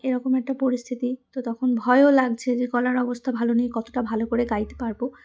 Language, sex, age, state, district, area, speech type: Bengali, female, 30-45, West Bengal, Darjeeling, urban, spontaneous